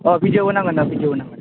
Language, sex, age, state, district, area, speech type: Bodo, male, 18-30, Assam, Udalguri, urban, conversation